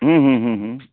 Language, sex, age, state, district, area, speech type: Maithili, male, 60+, Bihar, Samastipur, urban, conversation